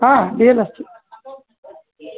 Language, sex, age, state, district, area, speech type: Sanskrit, male, 30-45, Karnataka, Vijayapura, urban, conversation